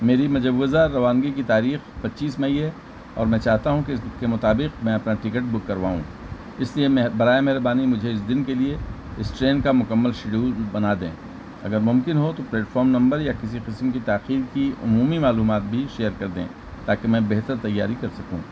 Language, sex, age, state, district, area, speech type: Urdu, male, 60+, Delhi, Central Delhi, urban, spontaneous